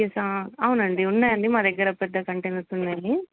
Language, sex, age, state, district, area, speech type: Telugu, female, 18-30, Telangana, Hyderabad, urban, conversation